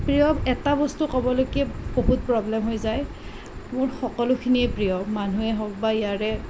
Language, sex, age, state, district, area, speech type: Assamese, female, 30-45, Assam, Nalbari, rural, spontaneous